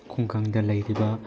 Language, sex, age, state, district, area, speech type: Manipuri, male, 18-30, Manipur, Bishnupur, rural, spontaneous